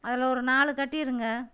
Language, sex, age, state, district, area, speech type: Tamil, female, 60+, Tamil Nadu, Erode, rural, spontaneous